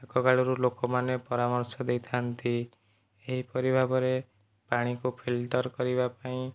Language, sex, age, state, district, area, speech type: Odia, male, 45-60, Odisha, Nayagarh, rural, spontaneous